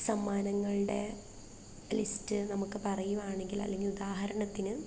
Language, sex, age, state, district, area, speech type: Malayalam, female, 18-30, Kerala, Pathanamthitta, urban, spontaneous